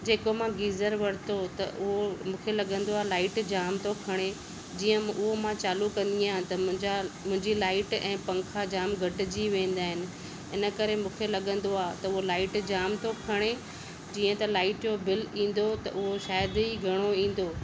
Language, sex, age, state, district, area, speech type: Sindhi, female, 45-60, Maharashtra, Thane, urban, spontaneous